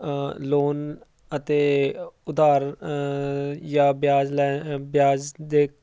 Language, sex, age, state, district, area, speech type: Punjabi, male, 30-45, Punjab, Jalandhar, urban, spontaneous